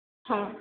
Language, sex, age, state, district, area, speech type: Marathi, female, 18-30, Maharashtra, Kolhapur, rural, conversation